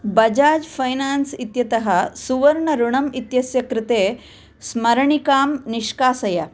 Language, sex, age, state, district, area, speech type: Sanskrit, female, 45-60, Andhra Pradesh, Kurnool, urban, read